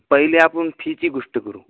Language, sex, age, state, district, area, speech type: Marathi, male, 18-30, Maharashtra, Washim, rural, conversation